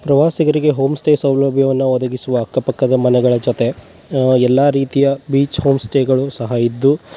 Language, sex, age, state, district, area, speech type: Kannada, male, 18-30, Karnataka, Uttara Kannada, rural, spontaneous